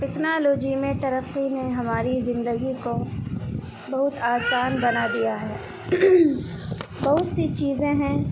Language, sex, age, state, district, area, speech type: Urdu, female, 45-60, Bihar, Khagaria, rural, spontaneous